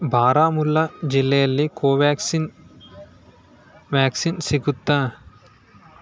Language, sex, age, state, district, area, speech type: Kannada, male, 18-30, Karnataka, Chamarajanagar, rural, read